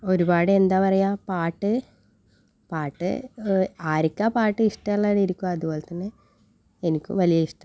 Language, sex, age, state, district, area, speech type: Malayalam, female, 18-30, Kerala, Kannur, rural, spontaneous